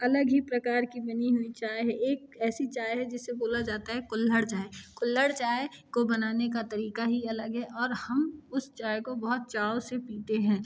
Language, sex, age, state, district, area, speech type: Hindi, female, 30-45, Madhya Pradesh, Katni, urban, spontaneous